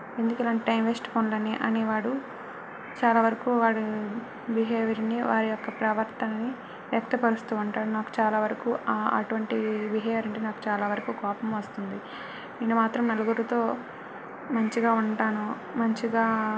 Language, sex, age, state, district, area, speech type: Telugu, female, 45-60, Andhra Pradesh, Vizianagaram, rural, spontaneous